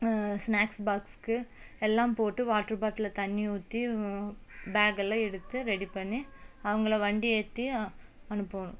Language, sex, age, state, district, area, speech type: Tamil, female, 30-45, Tamil Nadu, Coimbatore, rural, spontaneous